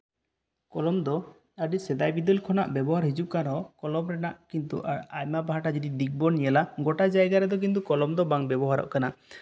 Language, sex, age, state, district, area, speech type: Santali, male, 18-30, West Bengal, Bankura, rural, spontaneous